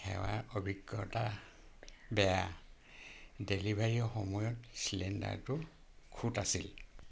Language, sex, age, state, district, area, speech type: Assamese, male, 60+, Assam, Dhemaji, rural, read